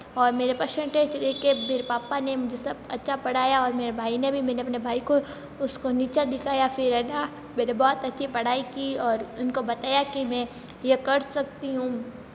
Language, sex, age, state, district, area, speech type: Hindi, female, 18-30, Rajasthan, Jodhpur, urban, spontaneous